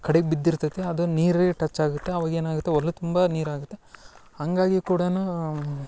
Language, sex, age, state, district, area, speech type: Kannada, male, 18-30, Karnataka, Dharwad, rural, spontaneous